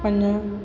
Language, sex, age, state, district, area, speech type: Sindhi, female, 45-60, Uttar Pradesh, Lucknow, urban, read